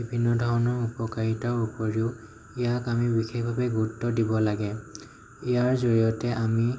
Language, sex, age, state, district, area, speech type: Assamese, male, 18-30, Assam, Morigaon, rural, spontaneous